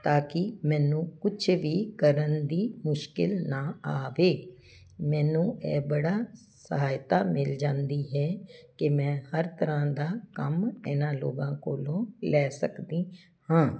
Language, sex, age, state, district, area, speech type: Punjabi, female, 60+, Punjab, Jalandhar, urban, spontaneous